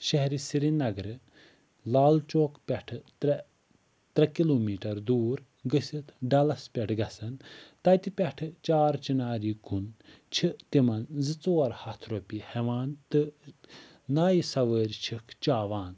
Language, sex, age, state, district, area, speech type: Kashmiri, male, 45-60, Jammu and Kashmir, Budgam, rural, spontaneous